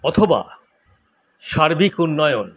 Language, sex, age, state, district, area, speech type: Bengali, male, 60+, West Bengal, Kolkata, urban, spontaneous